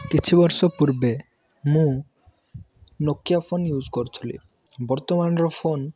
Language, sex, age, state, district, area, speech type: Odia, male, 18-30, Odisha, Rayagada, urban, spontaneous